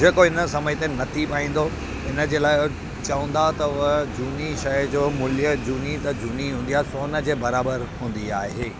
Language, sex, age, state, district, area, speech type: Sindhi, male, 30-45, Gujarat, Surat, urban, spontaneous